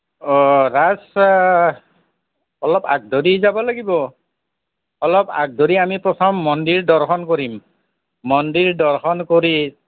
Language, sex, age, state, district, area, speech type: Assamese, male, 60+, Assam, Nalbari, rural, conversation